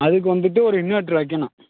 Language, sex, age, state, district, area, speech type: Tamil, male, 18-30, Tamil Nadu, Madurai, rural, conversation